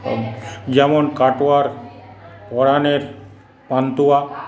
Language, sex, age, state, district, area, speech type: Bengali, male, 45-60, West Bengal, Paschim Bardhaman, urban, spontaneous